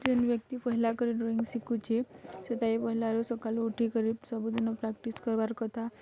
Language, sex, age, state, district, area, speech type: Odia, female, 18-30, Odisha, Bargarh, rural, spontaneous